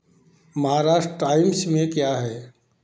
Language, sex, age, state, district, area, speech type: Hindi, male, 45-60, Uttar Pradesh, Varanasi, urban, read